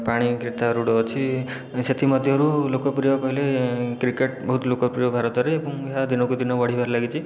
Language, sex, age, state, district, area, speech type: Odia, male, 30-45, Odisha, Khordha, rural, spontaneous